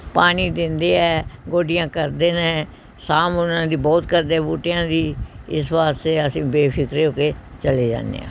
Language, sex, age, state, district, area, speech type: Punjabi, female, 60+, Punjab, Pathankot, rural, spontaneous